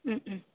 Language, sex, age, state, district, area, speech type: Malayalam, female, 18-30, Kerala, Palakkad, urban, conversation